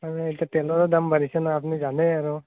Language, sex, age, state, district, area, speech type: Assamese, male, 18-30, Assam, Morigaon, rural, conversation